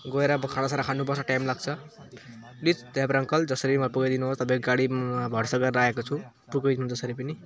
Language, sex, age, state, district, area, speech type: Nepali, male, 18-30, West Bengal, Alipurduar, urban, spontaneous